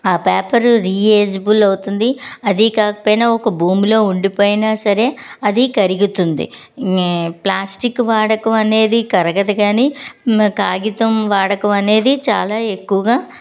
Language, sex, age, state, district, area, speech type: Telugu, female, 45-60, Andhra Pradesh, Anakapalli, rural, spontaneous